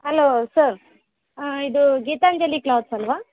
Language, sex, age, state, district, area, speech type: Kannada, female, 18-30, Karnataka, Koppal, rural, conversation